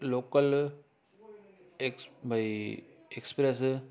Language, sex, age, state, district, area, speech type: Sindhi, male, 30-45, Gujarat, Junagadh, urban, spontaneous